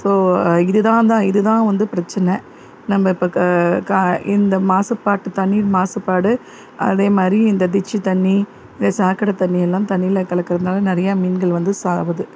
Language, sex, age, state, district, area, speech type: Tamil, female, 45-60, Tamil Nadu, Salem, rural, spontaneous